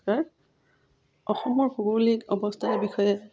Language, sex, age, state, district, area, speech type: Assamese, female, 45-60, Assam, Udalguri, rural, spontaneous